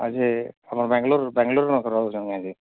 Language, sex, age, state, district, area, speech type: Odia, male, 45-60, Odisha, Nuapada, urban, conversation